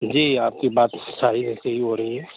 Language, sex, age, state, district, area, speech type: Urdu, male, 18-30, Bihar, Purnia, rural, conversation